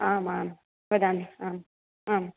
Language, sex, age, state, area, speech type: Sanskrit, female, 18-30, Gujarat, rural, conversation